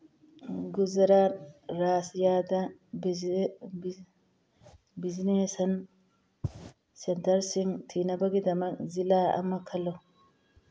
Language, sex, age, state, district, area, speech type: Manipuri, female, 45-60, Manipur, Churachandpur, urban, read